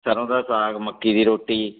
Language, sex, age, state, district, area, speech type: Punjabi, male, 45-60, Punjab, Fatehgarh Sahib, urban, conversation